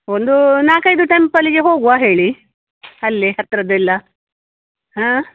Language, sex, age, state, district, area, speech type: Kannada, female, 60+, Karnataka, Udupi, rural, conversation